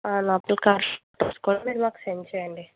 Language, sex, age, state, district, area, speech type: Telugu, female, 60+, Andhra Pradesh, Kakinada, rural, conversation